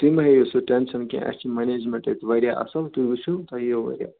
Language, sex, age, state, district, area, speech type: Kashmiri, male, 30-45, Jammu and Kashmir, Srinagar, urban, conversation